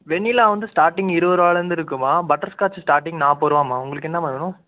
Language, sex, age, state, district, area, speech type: Tamil, male, 18-30, Tamil Nadu, Nagapattinam, rural, conversation